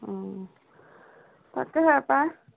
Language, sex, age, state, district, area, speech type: Assamese, female, 45-60, Assam, Golaghat, rural, conversation